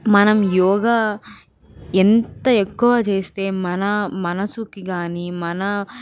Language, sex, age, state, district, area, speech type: Telugu, female, 18-30, Andhra Pradesh, Vizianagaram, urban, spontaneous